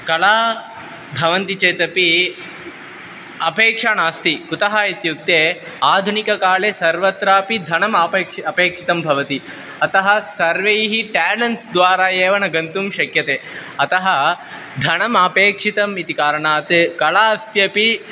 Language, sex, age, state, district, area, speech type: Sanskrit, male, 18-30, Tamil Nadu, Viluppuram, rural, spontaneous